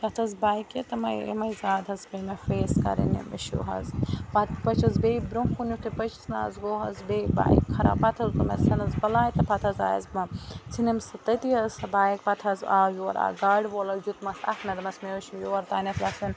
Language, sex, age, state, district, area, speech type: Kashmiri, female, 18-30, Jammu and Kashmir, Bandipora, urban, spontaneous